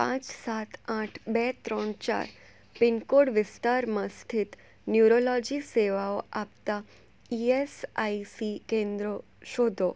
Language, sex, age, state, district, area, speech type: Gujarati, female, 18-30, Gujarat, Surat, urban, read